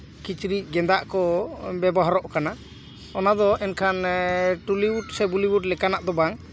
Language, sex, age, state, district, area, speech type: Santali, male, 45-60, West Bengal, Paschim Bardhaman, urban, spontaneous